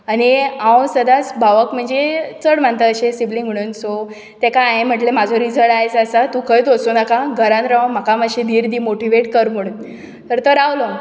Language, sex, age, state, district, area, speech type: Goan Konkani, female, 18-30, Goa, Bardez, urban, spontaneous